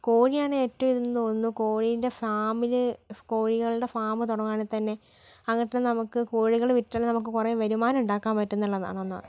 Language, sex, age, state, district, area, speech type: Malayalam, female, 18-30, Kerala, Wayanad, rural, spontaneous